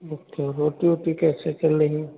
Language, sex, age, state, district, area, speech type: Hindi, male, 45-60, Uttar Pradesh, Hardoi, rural, conversation